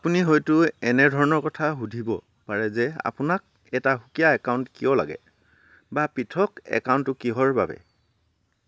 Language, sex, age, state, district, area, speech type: Assamese, male, 60+, Assam, Tinsukia, rural, read